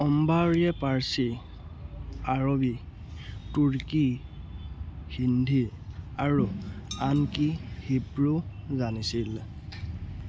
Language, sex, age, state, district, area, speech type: Assamese, male, 18-30, Assam, Charaideo, rural, read